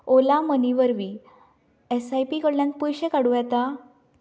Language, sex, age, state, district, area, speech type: Goan Konkani, female, 18-30, Goa, Canacona, rural, read